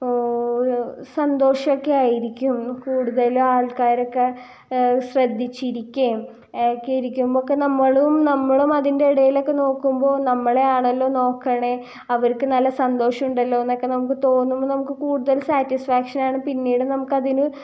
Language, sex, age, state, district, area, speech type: Malayalam, female, 18-30, Kerala, Ernakulam, rural, spontaneous